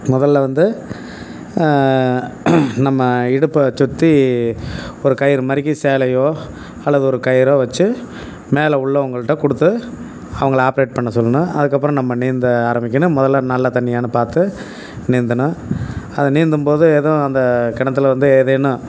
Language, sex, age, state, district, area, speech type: Tamil, male, 60+, Tamil Nadu, Tiruchirappalli, rural, spontaneous